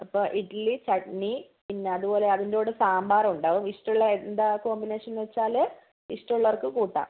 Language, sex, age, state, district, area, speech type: Malayalam, female, 60+, Kerala, Wayanad, rural, conversation